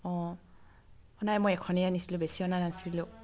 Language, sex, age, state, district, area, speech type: Assamese, female, 30-45, Assam, Charaideo, rural, spontaneous